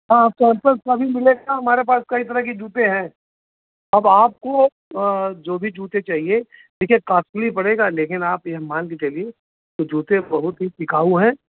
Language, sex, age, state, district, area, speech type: Hindi, male, 60+, Uttar Pradesh, Azamgarh, rural, conversation